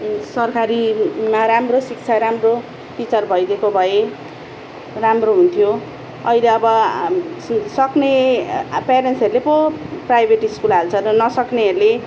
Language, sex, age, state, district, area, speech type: Nepali, female, 30-45, West Bengal, Darjeeling, rural, spontaneous